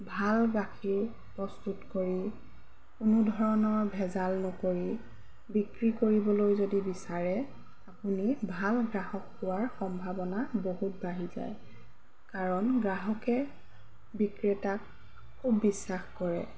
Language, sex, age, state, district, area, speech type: Assamese, female, 30-45, Assam, Golaghat, rural, spontaneous